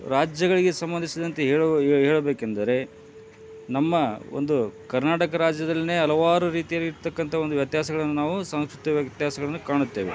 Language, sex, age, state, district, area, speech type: Kannada, male, 45-60, Karnataka, Koppal, rural, spontaneous